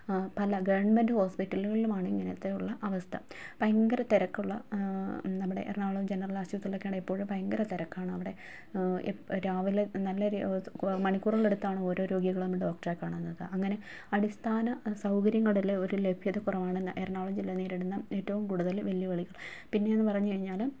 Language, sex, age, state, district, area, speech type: Malayalam, female, 30-45, Kerala, Ernakulam, rural, spontaneous